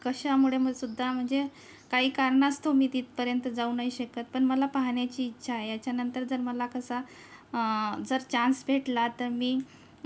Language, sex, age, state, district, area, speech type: Marathi, female, 30-45, Maharashtra, Yavatmal, rural, spontaneous